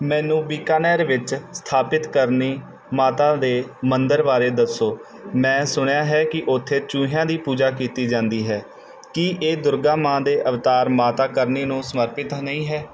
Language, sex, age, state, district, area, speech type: Punjabi, male, 18-30, Punjab, Bathinda, rural, read